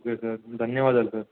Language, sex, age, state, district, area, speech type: Telugu, male, 18-30, Telangana, Hanamkonda, urban, conversation